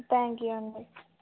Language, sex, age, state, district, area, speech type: Telugu, female, 18-30, Telangana, Bhadradri Kothagudem, rural, conversation